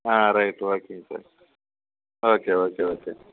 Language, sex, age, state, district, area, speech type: Tamil, male, 45-60, Tamil Nadu, Dharmapuri, rural, conversation